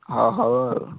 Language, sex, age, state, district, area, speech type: Odia, male, 18-30, Odisha, Nayagarh, rural, conversation